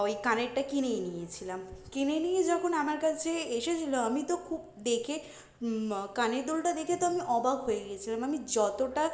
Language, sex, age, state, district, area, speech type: Bengali, female, 18-30, West Bengal, Kolkata, urban, spontaneous